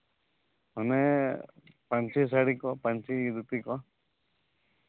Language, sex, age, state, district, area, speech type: Santali, male, 18-30, Jharkhand, East Singhbhum, rural, conversation